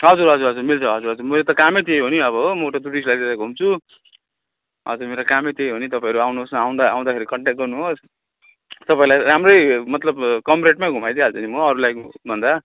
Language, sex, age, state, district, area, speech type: Nepali, male, 45-60, West Bengal, Jalpaiguri, urban, conversation